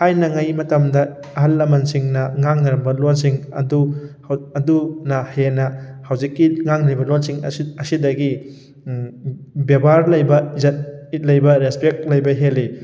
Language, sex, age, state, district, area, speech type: Manipuri, male, 18-30, Manipur, Thoubal, rural, spontaneous